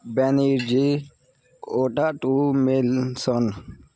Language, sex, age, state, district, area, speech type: Punjabi, male, 18-30, Punjab, Gurdaspur, urban, spontaneous